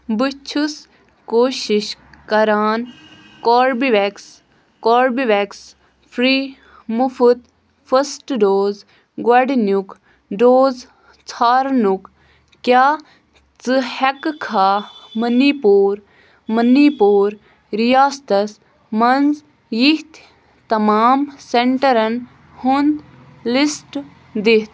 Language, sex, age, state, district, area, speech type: Kashmiri, female, 18-30, Jammu and Kashmir, Bandipora, rural, read